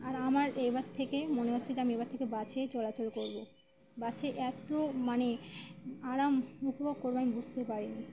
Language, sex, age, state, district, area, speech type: Bengali, female, 30-45, West Bengal, Birbhum, urban, spontaneous